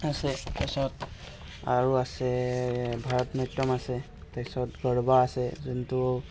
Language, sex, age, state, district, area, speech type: Assamese, male, 30-45, Assam, Biswanath, rural, spontaneous